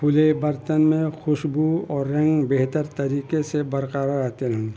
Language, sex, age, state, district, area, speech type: Urdu, male, 60+, Bihar, Gaya, rural, spontaneous